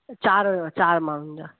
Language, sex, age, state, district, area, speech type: Sindhi, female, 45-60, Delhi, South Delhi, urban, conversation